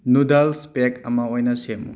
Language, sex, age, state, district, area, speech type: Manipuri, male, 30-45, Manipur, Kakching, rural, read